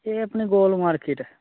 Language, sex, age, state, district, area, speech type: Dogri, male, 18-30, Jammu and Kashmir, Udhampur, rural, conversation